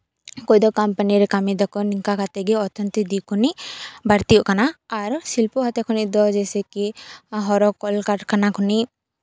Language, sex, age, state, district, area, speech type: Santali, female, 18-30, West Bengal, Paschim Bardhaman, rural, spontaneous